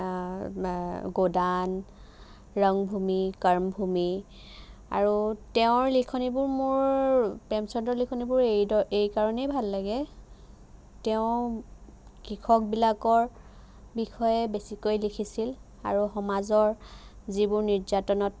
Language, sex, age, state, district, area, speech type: Assamese, female, 30-45, Assam, Kamrup Metropolitan, urban, spontaneous